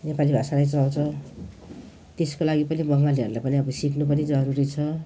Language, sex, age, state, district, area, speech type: Nepali, female, 60+, West Bengal, Jalpaiguri, rural, spontaneous